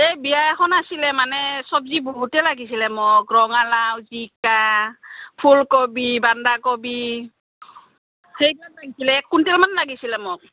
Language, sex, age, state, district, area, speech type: Assamese, female, 30-45, Assam, Kamrup Metropolitan, urban, conversation